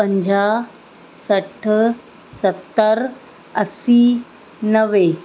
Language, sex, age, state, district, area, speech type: Sindhi, female, 30-45, Rajasthan, Ajmer, urban, spontaneous